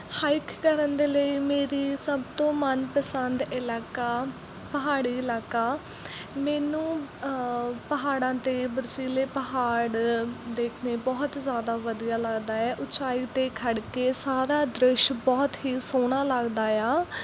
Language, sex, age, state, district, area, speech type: Punjabi, female, 18-30, Punjab, Mansa, rural, spontaneous